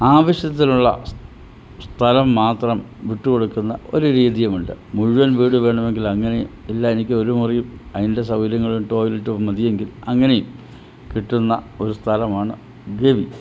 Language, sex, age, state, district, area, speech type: Malayalam, male, 60+, Kerala, Pathanamthitta, rural, spontaneous